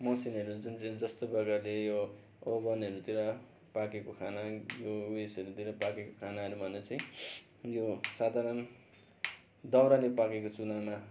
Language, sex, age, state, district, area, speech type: Nepali, male, 18-30, West Bengal, Darjeeling, rural, spontaneous